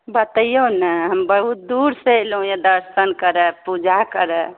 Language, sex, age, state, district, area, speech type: Maithili, female, 30-45, Bihar, Saharsa, rural, conversation